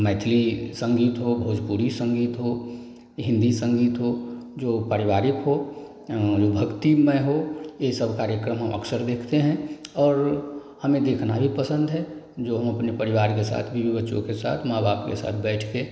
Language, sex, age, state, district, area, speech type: Hindi, male, 30-45, Bihar, Samastipur, rural, spontaneous